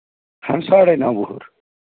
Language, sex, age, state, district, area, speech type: Kashmiri, male, 30-45, Jammu and Kashmir, Srinagar, urban, conversation